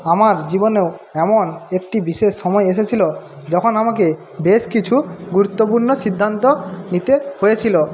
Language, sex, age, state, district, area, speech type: Bengali, male, 45-60, West Bengal, Jhargram, rural, spontaneous